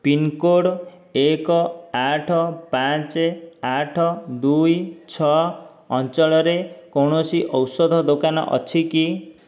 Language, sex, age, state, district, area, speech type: Odia, male, 30-45, Odisha, Dhenkanal, rural, read